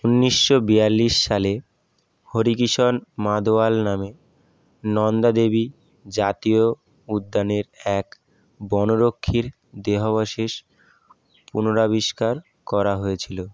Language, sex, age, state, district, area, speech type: Bengali, male, 18-30, West Bengal, Howrah, urban, read